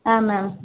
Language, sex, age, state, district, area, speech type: Kannada, female, 18-30, Karnataka, Hassan, rural, conversation